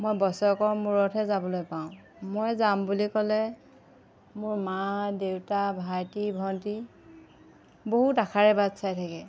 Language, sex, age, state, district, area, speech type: Assamese, female, 30-45, Assam, Golaghat, urban, spontaneous